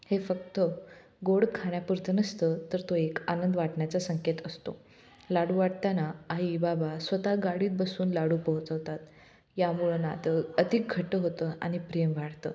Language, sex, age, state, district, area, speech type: Marathi, female, 18-30, Maharashtra, Osmanabad, rural, spontaneous